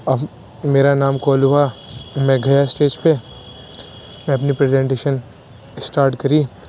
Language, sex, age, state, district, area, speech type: Urdu, male, 18-30, Uttar Pradesh, Aligarh, urban, spontaneous